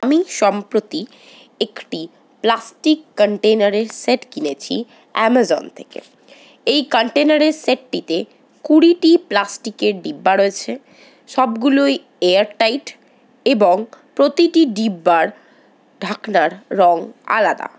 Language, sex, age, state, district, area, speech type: Bengali, female, 60+, West Bengal, Paschim Bardhaman, urban, spontaneous